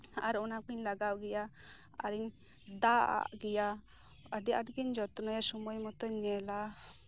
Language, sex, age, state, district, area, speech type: Santali, female, 30-45, West Bengal, Birbhum, rural, spontaneous